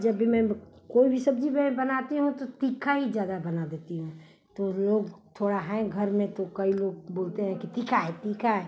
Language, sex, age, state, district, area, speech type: Hindi, female, 45-60, Uttar Pradesh, Ghazipur, urban, spontaneous